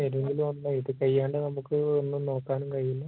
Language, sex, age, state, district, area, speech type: Malayalam, male, 45-60, Kerala, Kozhikode, urban, conversation